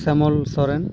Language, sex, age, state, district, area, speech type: Santali, male, 18-30, West Bengal, Malda, rural, spontaneous